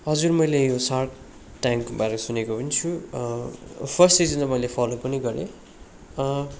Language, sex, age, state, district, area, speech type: Nepali, male, 30-45, West Bengal, Darjeeling, rural, spontaneous